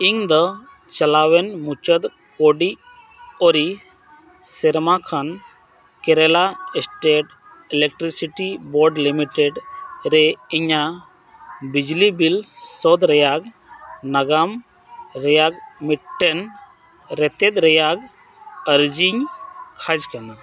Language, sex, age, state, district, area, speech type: Santali, male, 45-60, Jharkhand, Bokaro, rural, read